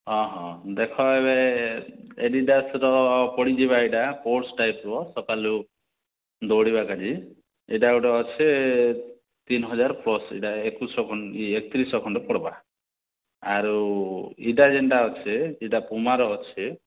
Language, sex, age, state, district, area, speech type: Odia, male, 30-45, Odisha, Kalahandi, rural, conversation